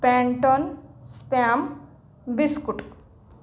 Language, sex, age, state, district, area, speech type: Marathi, female, 45-60, Maharashtra, Nanded, urban, spontaneous